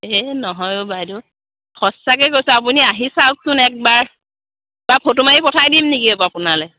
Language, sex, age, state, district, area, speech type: Assamese, female, 30-45, Assam, Biswanath, rural, conversation